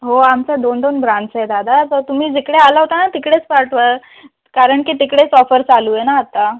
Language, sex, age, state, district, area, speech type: Marathi, female, 30-45, Maharashtra, Thane, urban, conversation